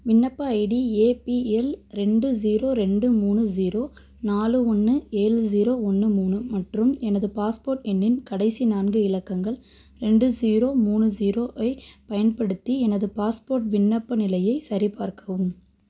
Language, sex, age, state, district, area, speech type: Tamil, female, 18-30, Tamil Nadu, Madurai, rural, read